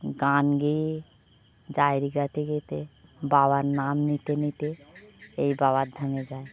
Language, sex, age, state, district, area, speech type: Bengali, female, 45-60, West Bengal, Birbhum, urban, spontaneous